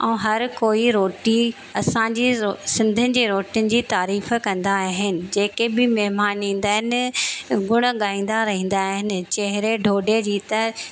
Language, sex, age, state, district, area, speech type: Sindhi, female, 30-45, Madhya Pradesh, Katni, urban, spontaneous